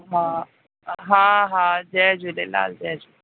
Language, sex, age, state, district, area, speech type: Sindhi, female, 45-60, Maharashtra, Pune, urban, conversation